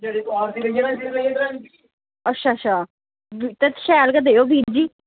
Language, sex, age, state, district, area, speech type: Dogri, female, 18-30, Jammu and Kashmir, Samba, rural, conversation